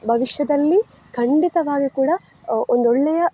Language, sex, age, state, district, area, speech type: Kannada, female, 18-30, Karnataka, Dakshina Kannada, urban, spontaneous